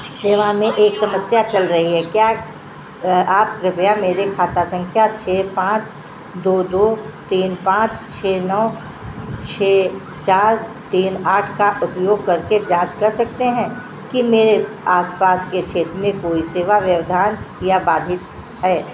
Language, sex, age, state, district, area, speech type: Hindi, female, 60+, Uttar Pradesh, Sitapur, rural, read